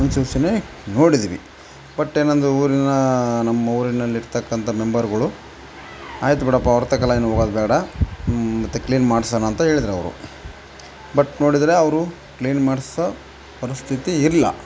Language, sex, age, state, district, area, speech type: Kannada, male, 30-45, Karnataka, Vijayanagara, rural, spontaneous